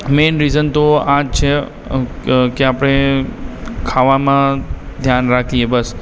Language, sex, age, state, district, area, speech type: Gujarati, male, 18-30, Gujarat, Aravalli, urban, spontaneous